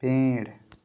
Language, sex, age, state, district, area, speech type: Hindi, male, 30-45, Uttar Pradesh, Ghazipur, rural, read